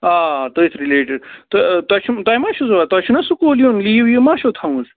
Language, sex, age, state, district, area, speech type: Kashmiri, male, 18-30, Jammu and Kashmir, Budgam, rural, conversation